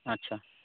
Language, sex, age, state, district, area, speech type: Bengali, male, 45-60, West Bengal, Hooghly, urban, conversation